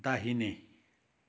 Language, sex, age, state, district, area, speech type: Nepali, male, 60+, West Bengal, Kalimpong, rural, read